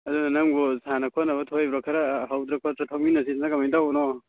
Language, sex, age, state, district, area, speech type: Manipuri, male, 18-30, Manipur, Kangpokpi, urban, conversation